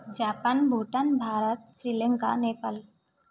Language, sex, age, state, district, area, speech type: Sanskrit, female, 18-30, Odisha, Nayagarh, rural, spontaneous